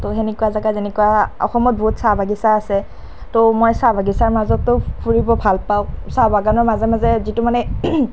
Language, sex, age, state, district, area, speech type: Assamese, female, 18-30, Assam, Nalbari, rural, spontaneous